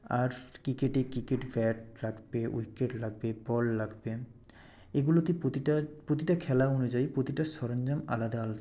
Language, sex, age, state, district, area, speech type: Bengali, male, 18-30, West Bengal, Purba Medinipur, rural, spontaneous